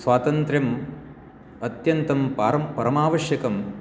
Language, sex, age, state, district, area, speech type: Sanskrit, male, 60+, Karnataka, Shimoga, urban, spontaneous